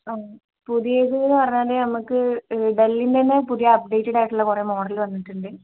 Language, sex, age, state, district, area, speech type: Malayalam, female, 18-30, Kerala, Kozhikode, rural, conversation